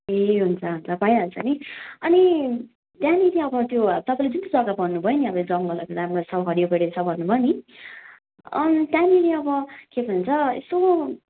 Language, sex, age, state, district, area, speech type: Nepali, female, 18-30, West Bengal, Darjeeling, rural, conversation